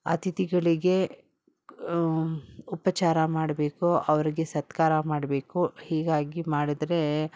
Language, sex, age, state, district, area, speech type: Kannada, female, 60+, Karnataka, Bangalore Urban, rural, spontaneous